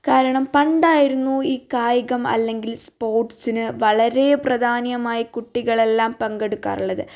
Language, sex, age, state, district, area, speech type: Malayalam, female, 30-45, Kerala, Wayanad, rural, spontaneous